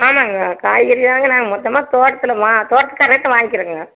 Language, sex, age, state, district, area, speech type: Tamil, female, 60+, Tamil Nadu, Erode, rural, conversation